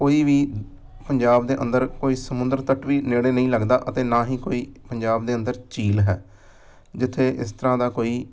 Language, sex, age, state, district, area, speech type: Punjabi, male, 45-60, Punjab, Amritsar, urban, spontaneous